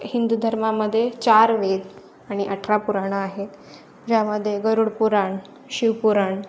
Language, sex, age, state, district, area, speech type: Marathi, female, 18-30, Maharashtra, Ratnagiri, urban, spontaneous